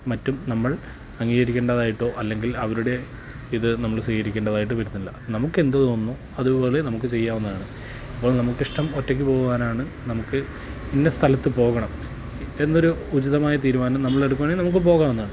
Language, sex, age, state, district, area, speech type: Malayalam, male, 18-30, Kerala, Wayanad, rural, spontaneous